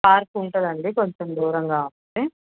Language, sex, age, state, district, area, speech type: Telugu, female, 45-60, Andhra Pradesh, Bapatla, rural, conversation